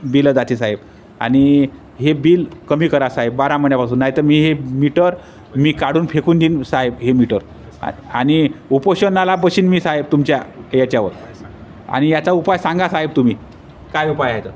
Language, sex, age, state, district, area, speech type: Marathi, male, 30-45, Maharashtra, Wardha, urban, spontaneous